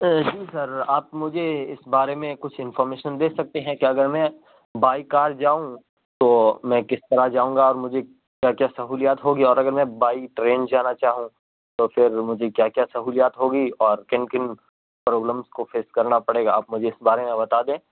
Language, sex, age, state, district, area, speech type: Urdu, male, 18-30, Uttar Pradesh, Saharanpur, urban, conversation